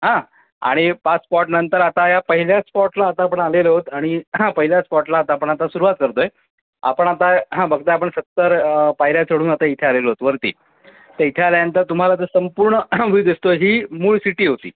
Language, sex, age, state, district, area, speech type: Marathi, male, 45-60, Maharashtra, Thane, rural, conversation